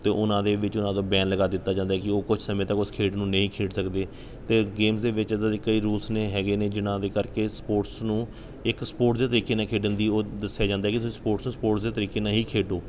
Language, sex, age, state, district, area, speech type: Punjabi, male, 30-45, Punjab, Kapurthala, urban, spontaneous